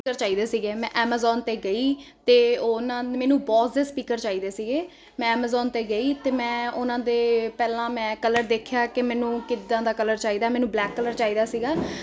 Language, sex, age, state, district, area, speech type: Punjabi, female, 18-30, Punjab, Ludhiana, urban, spontaneous